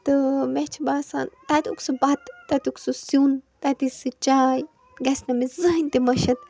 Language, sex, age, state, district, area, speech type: Kashmiri, female, 18-30, Jammu and Kashmir, Bandipora, rural, spontaneous